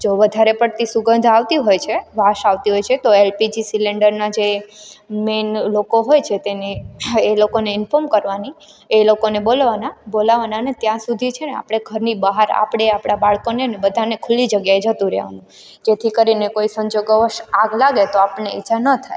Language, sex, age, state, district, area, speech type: Gujarati, female, 18-30, Gujarat, Amreli, rural, spontaneous